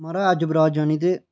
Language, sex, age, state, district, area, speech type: Dogri, male, 18-30, Jammu and Kashmir, Reasi, rural, spontaneous